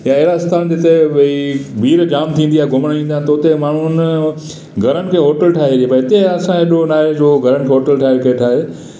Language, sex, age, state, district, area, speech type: Sindhi, male, 60+, Gujarat, Kutch, rural, spontaneous